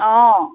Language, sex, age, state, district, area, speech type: Assamese, female, 30-45, Assam, Sivasagar, rural, conversation